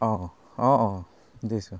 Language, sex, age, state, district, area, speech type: Assamese, male, 30-45, Assam, Charaideo, urban, spontaneous